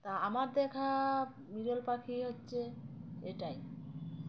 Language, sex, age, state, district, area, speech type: Bengali, female, 30-45, West Bengal, Uttar Dinajpur, urban, spontaneous